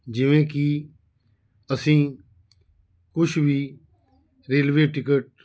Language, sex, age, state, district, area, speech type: Punjabi, male, 60+, Punjab, Fazilka, rural, spontaneous